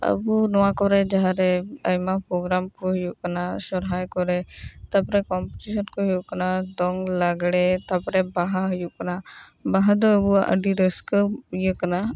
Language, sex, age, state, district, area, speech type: Santali, female, 18-30, West Bengal, Uttar Dinajpur, rural, spontaneous